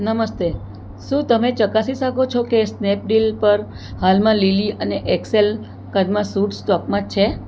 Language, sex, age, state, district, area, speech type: Gujarati, female, 60+, Gujarat, Surat, urban, read